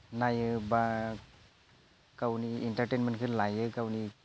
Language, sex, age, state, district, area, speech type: Bodo, male, 18-30, Assam, Udalguri, rural, spontaneous